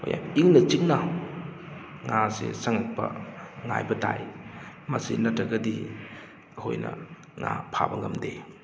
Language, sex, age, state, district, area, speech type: Manipuri, male, 30-45, Manipur, Kakching, rural, spontaneous